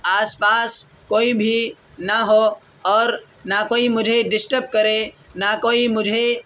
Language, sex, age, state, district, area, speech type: Urdu, male, 18-30, Bihar, Purnia, rural, spontaneous